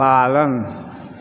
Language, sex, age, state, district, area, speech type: Maithili, male, 60+, Bihar, Samastipur, rural, read